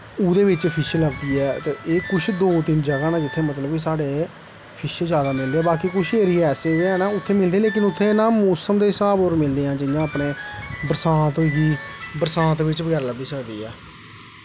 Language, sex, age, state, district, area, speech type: Dogri, male, 30-45, Jammu and Kashmir, Jammu, rural, spontaneous